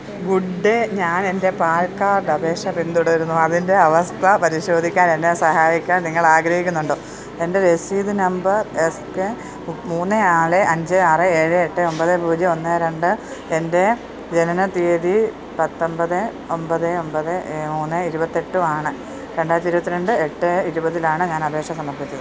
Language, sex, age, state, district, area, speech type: Malayalam, female, 30-45, Kerala, Pathanamthitta, rural, read